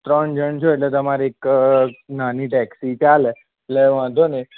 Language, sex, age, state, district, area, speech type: Gujarati, male, 30-45, Gujarat, Kheda, rural, conversation